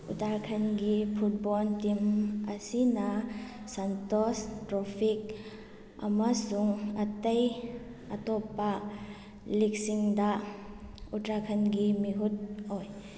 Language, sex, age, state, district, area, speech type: Manipuri, female, 18-30, Manipur, Kakching, rural, read